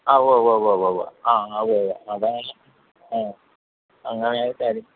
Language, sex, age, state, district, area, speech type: Malayalam, male, 60+, Kerala, Idukki, rural, conversation